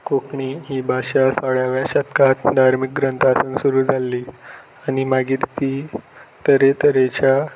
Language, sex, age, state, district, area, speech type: Goan Konkani, male, 18-30, Goa, Salcete, urban, spontaneous